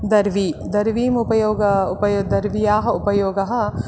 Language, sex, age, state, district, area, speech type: Sanskrit, female, 30-45, Karnataka, Dakshina Kannada, urban, spontaneous